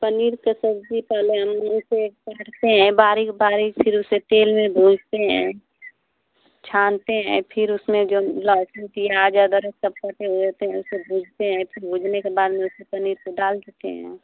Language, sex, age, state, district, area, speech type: Hindi, female, 30-45, Uttar Pradesh, Ghazipur, rural, conversation